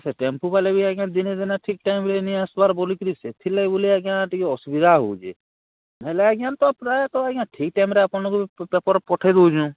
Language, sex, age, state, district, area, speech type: Odia, male, 30-45, Odisha, Balangir, urban, conversation